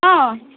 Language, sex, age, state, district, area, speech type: Odia, female, 45-60, Odisha, Angul, rural, conversation